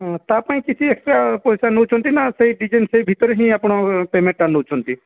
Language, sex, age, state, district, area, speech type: Odia, male, 18-30, Odisha, Nayagarh, rural, conversation